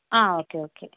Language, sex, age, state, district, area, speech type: Malayalam, female, 18-30, Kerala, Wayanad, rural, conversation